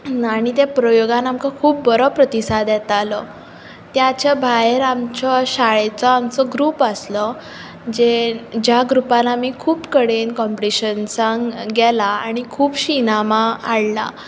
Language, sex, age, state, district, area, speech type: Goan Konkani, female, 18-30, Goa, Bardez, urban, spontaneous